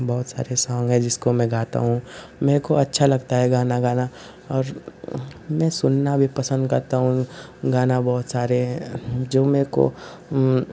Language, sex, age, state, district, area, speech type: Hindi, male, 18-30, Uttar Pradesh, Ghazipur, urban, spontaneous